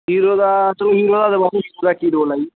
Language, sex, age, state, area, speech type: Punjabi, male, 18-30, Punjab, urban, conversation